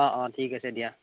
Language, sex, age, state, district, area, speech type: Assamese, male, 18-30, Assam, Golaghat, rural, conversation